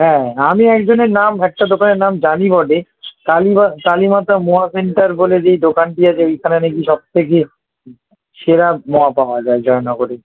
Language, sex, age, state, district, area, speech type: Bengali, male, 18-30, West Bengal, South 24 Parganas, urban, conversation